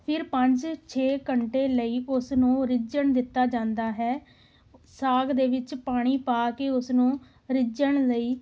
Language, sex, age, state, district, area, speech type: Punjabi, female, 18-30, Punjab, Amritsar, urban, spontaneous